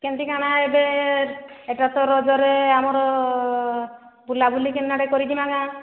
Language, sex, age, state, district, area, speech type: Odia, female, 30-45, Odisha, Boudh, rural, conversation